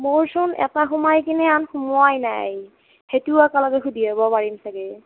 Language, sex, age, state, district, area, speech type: Assamese, female, 30-45, Assam, Nagaon, rural, conversation